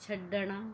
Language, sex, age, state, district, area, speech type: Punjabi, female, 45-60, Punjab, Mohali, urban, read